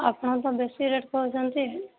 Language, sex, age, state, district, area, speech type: Odia, female, 30-45, Odisha, Boudh, rural, conversation